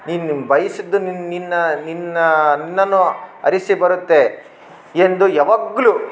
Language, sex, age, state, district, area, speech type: Kannada, male, 18-30, Karnataka, Bellary, rural, spontaneous